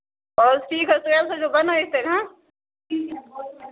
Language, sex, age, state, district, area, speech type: Kashmiri, female, 18-30, Jammu and Kashmir, Budgam, rural, conversation